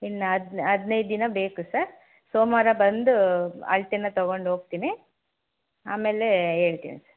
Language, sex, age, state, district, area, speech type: Kannada, female, 18-30, Karnataka, Davanagere, rural, conversation